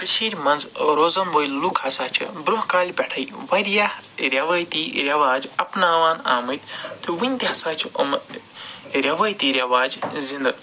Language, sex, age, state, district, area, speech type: Kashmiri, male, 45-60, Jammu and Kashmir, Srinagar, urban, spontaneous